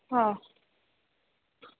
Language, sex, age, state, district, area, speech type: Marathi, female, 30-45, Maharashtra, Wardha, rural, conversation